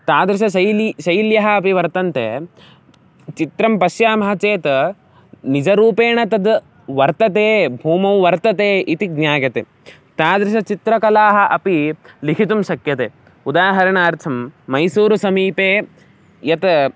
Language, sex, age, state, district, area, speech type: Sanskrit, male, 18-30, Karnataka, Davanagere, rural, spontaneous